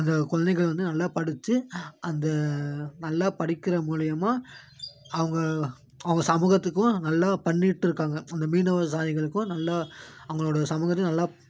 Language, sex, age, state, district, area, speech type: Tamil, male, 18-30, Tamil Nadu, Namakkal, rural, spontaneous